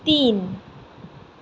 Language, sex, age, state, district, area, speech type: Goan Konkani, female, 18-30, Goa, Tiswadi, rural, read